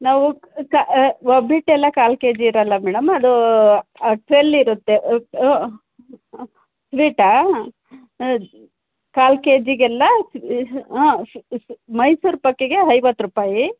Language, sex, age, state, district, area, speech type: Kannada, female, 45-60, Karnataka, Hassan, urban, conversation